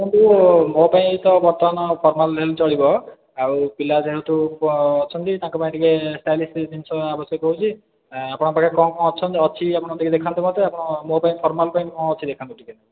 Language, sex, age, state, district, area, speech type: Odia, male, 18-30, Odisha, Khordha, rural, conversation